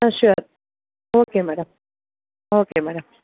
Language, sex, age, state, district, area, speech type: Tamil, female, 30-45, Tamil Nadu, Chennai, urban, conversation